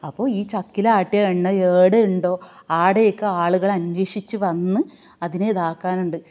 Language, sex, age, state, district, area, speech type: Malayalam, female, 30-45, Kerala, Kasaragod, rural, spontaneous